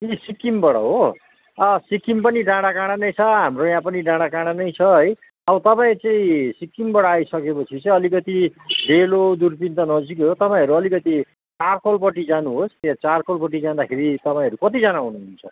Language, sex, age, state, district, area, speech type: Nepali, male, 60+, West Bengal, Kalimpong, rural, conversation